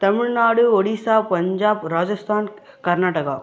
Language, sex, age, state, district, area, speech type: Tamil, male, 30-45, Tamil Nadu, Viluppuram, rural, spontaneous